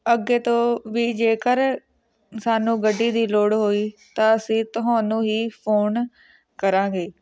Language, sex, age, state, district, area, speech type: Punjabi, female, 18-30, Punjab, Patiala, rural, spontaneous